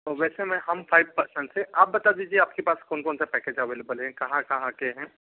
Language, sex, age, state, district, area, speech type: Hindi, male, 60+, Madhya Pradesh, Bhopal, urban, conversation